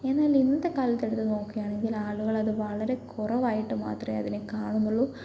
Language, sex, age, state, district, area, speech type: Malayalam, female, 18-30, Kerala, Pathanamthitta, urban, spontaneous